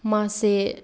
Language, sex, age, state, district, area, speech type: Manipuri, female, 18-30, Manipur, Senapati, urban, spontaneous